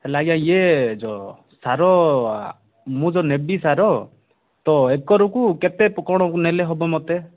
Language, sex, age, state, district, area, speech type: Odia, male, 18-30, Odisha, Kandhamal, rural, conversation